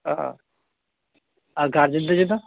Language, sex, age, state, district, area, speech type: Bengali, male, 60+, West Bengal, Purba Bardhaman, rural, conversation